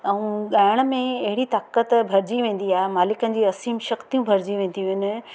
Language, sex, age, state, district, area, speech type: Sindhi, female, 45-60, Madhya Pradesh, Katni, urban, spontaneous